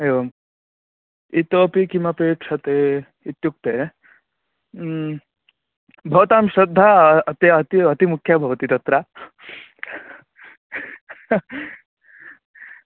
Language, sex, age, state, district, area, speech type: Sanskrit, male, 18-30, Karnataka, Shimoga, rural, conversation